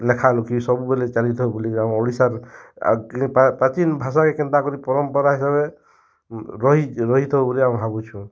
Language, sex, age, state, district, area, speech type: Odia, male, 30-45, Odisha, Kalahandi, rural, spontaneous